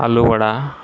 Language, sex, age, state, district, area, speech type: Marathi, male, 45-60, Maharashtra, Jalna, urban, spontaneous